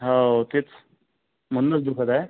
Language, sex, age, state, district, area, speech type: Marathi, male, 45-60, Maharashtra, Nagpur, urban, conversation